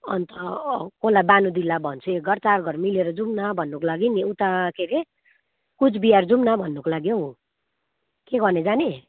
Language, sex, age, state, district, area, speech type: Nepali, female, 30-45, West Bengal, Jalpaiguri, rural, conversation